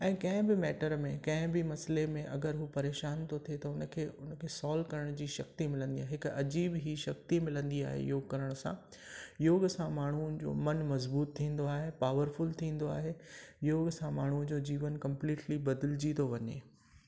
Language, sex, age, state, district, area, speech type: Sindhi, male, 45-60, Rajasthan, Ajmer, rural, spontaneous